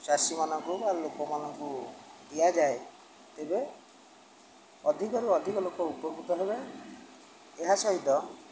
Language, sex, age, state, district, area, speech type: Odia, male, 60+, Odisha, Jagatsinghpur, rural, spontaneous